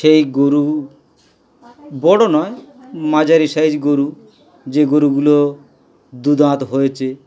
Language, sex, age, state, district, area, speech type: Bengali, male, 60+, West Bengal, Dakshin Dinajpur, urban, spontaneous